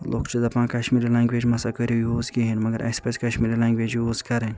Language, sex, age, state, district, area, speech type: Kashmiri, male, 30-45, Jammu and Kashmir, Ganderbal, urban, spontaneous